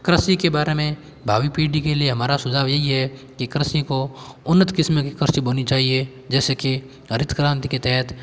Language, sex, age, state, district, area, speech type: Hindi, male, 18-30, Rajasthan, Jodhpur, urban, spontaneous